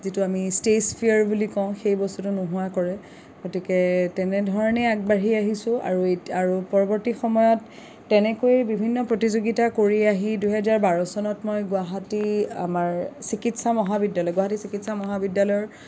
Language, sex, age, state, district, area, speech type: Assamese, female, 18-30, Assam, Kamrup Metropolitan, urban, spontaneous